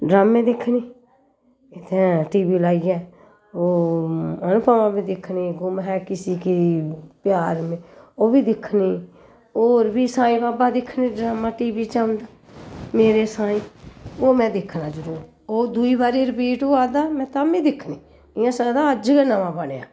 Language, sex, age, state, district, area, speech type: Dogri, female, 60+, Jammu and Kashmir, Jammu, urban, spontaneous